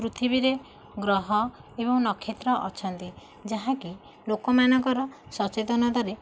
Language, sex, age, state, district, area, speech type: Odia, female, 30-45, Odisha, Nayagarh, rural, spontaneous